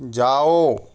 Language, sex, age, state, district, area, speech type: Hindi, male, 45-60, Rajasthan, Karauli, rural, read